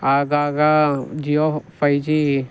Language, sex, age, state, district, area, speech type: Kannada, male, 18-30, Karnataka, Tumkur, rural, spontaneous